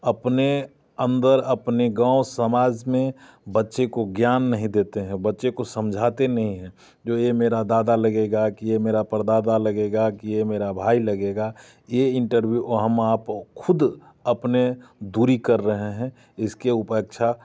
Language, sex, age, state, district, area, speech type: Hindi, male, 45-60, Bihar, Muzaffarpur, rural, spontaneous